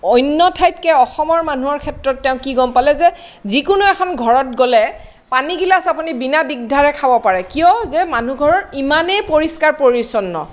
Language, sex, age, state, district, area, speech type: Assamese, female, 60+, Assam, Kamrup Metropolitan, urban, spontaneous